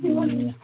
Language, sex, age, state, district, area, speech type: Nepali, male, 30-45, West Bengal, Alipurduar, urban, conversation